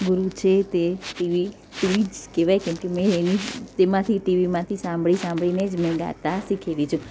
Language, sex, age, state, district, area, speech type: Gujarati, female, 30-45, Gujarat, Surat, urban, spontaneous